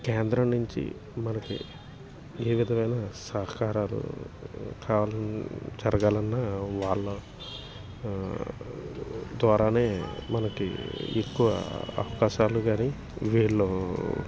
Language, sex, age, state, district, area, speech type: Telugu, male, 30-45, Andhra Pradesh, Alluri Sitarama Raju, urban, spontaneous